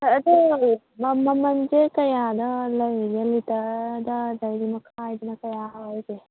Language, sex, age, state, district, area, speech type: Manipuri, female, 30-45, Manipur, Kangpokpi, urban, conversation